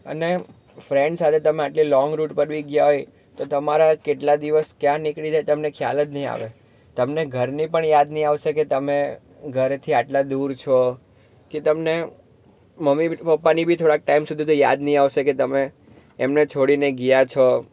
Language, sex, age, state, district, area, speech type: Gujarati, male, 18-30, Gujarat, Surat, urban, spontaneous